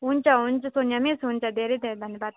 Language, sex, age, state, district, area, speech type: Nepali, female, 18-30, West Bengal, Darjeeling, rural, conversation